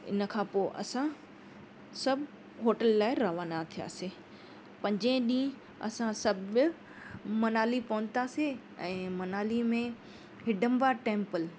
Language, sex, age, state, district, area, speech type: Sindhi, female, 30-45, Maharashtra, Mumbai Suburban, urban, spontaneous